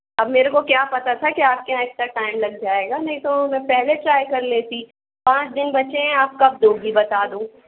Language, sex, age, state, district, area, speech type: Hindi, female, 18-30, Madhya Pradesh, Jabalpur, urban, conversation